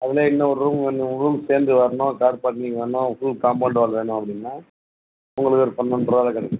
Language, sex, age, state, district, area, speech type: Tamil, male, 45-60, Tamil Nadu, Viluppuram, rural, conversation